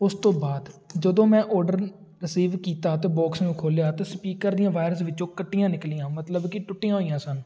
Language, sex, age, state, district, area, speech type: Punjabi, male, 18-30, Punjab, Tarn Taran, urban, spontaneous